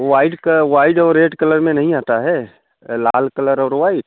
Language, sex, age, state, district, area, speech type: Hindi, male, 45-60, Uttar Pradesh, Bhadohi, urban, conversation